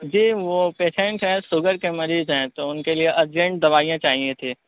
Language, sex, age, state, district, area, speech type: Urdu, male, 18-30, Bihar, Purnia, rural, conversation